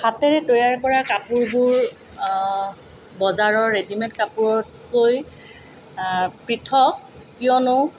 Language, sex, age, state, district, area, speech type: Assamese, female, 45-60, Assam, Tinsukia, rural, spontaneous